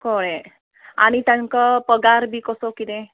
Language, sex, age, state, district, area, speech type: Goan Konkani, female, 30-45, Goa, Quepem, rural, conversation